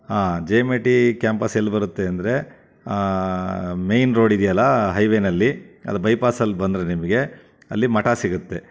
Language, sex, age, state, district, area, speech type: Kannada, male, 60+, Karnataka, Chitradurga, rural, spontaneous